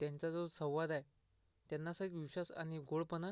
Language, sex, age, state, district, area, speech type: Marathi, male, 30-45, Maharashtra, Akola, urban, spontaneous